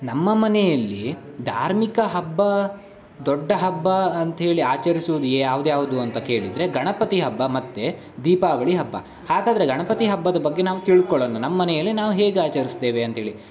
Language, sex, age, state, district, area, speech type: Kannada, male, 18-30, Karnataka, Shimoga, rural, spontaneous